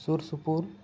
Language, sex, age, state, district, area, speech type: Santali, male, 18-30, West Bengal, Bankura, rural, spontaneous